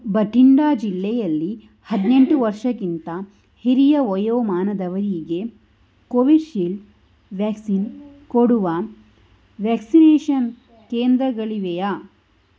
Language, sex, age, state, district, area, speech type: Kannada, female, 18-30, Karnataka, Tumkur, rural, read